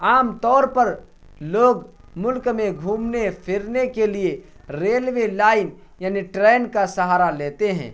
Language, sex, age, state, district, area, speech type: Urdu, male, 18-30, Bihar, Purnia, rural, spontaneous